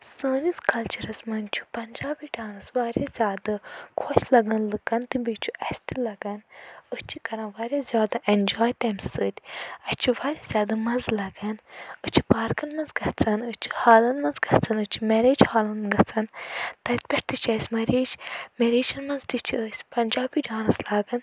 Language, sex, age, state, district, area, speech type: Kashmiri, female, 18-30, Jammu and Kashmir, Anantnag, rural, spontaneous